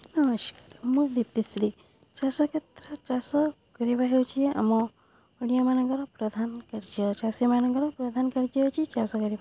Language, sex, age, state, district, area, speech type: Odia, female, 45-60, Odisha, Balangir, urban, spontaneous